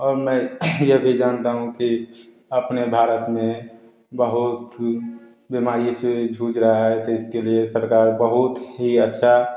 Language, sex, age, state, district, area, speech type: Hindi, male, 30-45, Bihar, Samastipur, urban, spontaneous